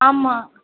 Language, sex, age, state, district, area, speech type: Tamil, female, 30-45, Tamil Nadu, Thoothukudi, rural, conversation